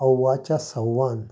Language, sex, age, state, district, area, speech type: Goan Konkani, male, 45-60, Goa, Canacona, rural, spontaneous